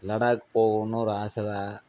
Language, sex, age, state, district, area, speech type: Tamil, male, 30-45, Tamil Nadu, Coimbatore, rural, spontaneous